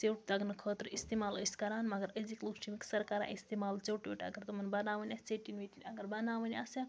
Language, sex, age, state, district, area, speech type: Kashmiri, female, 18-30, Jammu and Kashmir, Baramulla, rural, spontaneous